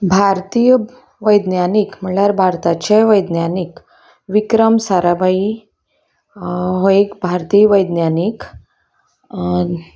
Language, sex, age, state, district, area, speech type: Goan Konkani, female, 30-45, Goa, Salcete, rural, spontaneous